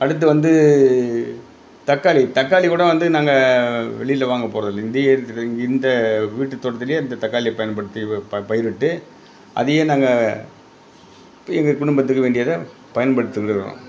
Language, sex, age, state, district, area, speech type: Tamil, male, 60+, Tamil Nadu, Perambalur, rural, spontaneous